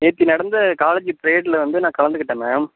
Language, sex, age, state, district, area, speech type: Tamil, male, 18-30, Tamil Nadu, Mayiladuthurai, rural, conversation